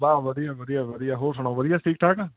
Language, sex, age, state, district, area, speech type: Punjabi, male, 30-45, Punjab, Fatehgarh Sahib, rural, conversation